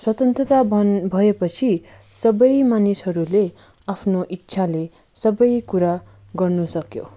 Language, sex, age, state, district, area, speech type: Nepali, female, 45-60, West Bengal, Darjeeling, rural, spontaneous